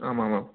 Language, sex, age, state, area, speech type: Sanskrit, male, 18-30, Madhya Pradesh, rural, conversation